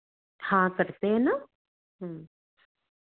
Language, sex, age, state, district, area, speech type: Hindi, female, 45-60, Madhya Pradesh, Betul, urban, conversation